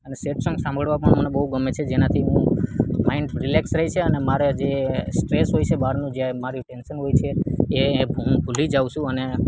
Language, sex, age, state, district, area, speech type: Gujarati, male, 18-30, Gujarat, Junagadh, rural, spontaneous